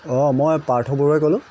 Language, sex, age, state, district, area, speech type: Assamese, male, 30-45, Assam, Jorhat, urban, spontaneous